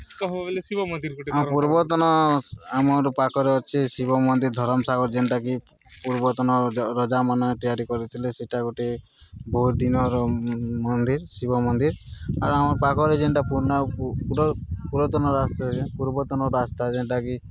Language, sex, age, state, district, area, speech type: Odia, male, 30-45, Odisha, Nuapada, rural, spontaneous